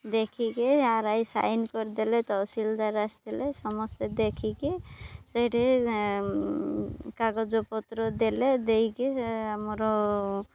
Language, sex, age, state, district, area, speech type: Odia, female, 30-45, Odisha, Malkangiri, urban, spontaneous